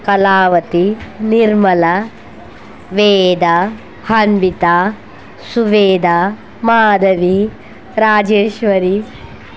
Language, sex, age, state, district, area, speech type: Telugu, female, 30-45, Andhra Pradesh, Kurnool, rural, spontaneous